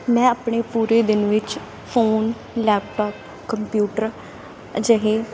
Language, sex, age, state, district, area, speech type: Punjabi, female, 30-45, Punjab, Sangrur, rural, spontaneous